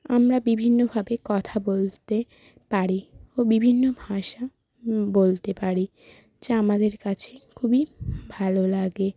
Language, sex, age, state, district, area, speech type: Bengali, female, 30-45, West Bengal, Hooghly, urban, spontaneous